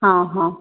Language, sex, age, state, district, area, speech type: Odia, female, 18-30, Odisha, Boudh, rural, conversation